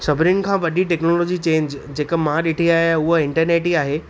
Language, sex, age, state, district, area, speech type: Sindhi, female, 45-60, Maharashtra, Thane, urban, spontaneous